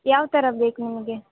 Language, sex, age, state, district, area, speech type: Kannada, female, 18-30, Karnataka, Gadag, rural, conversation